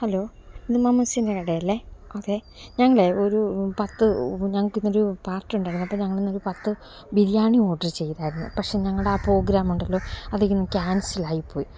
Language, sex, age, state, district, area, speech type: Malayalam, female, 45-60, Kerala, Alappuzha, rural, spontaneous